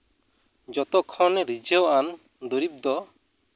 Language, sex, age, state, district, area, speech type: Santali, male, 30-45, West Bengal, Uttar Dinajpur, rural, spontaneous